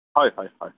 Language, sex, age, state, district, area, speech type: Assamese, male, 45-60, Assam, Darrang, urban, conversation